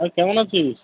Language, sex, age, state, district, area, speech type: Bengali, male, 30-45, West Bengal, Kolkata, urban, conversation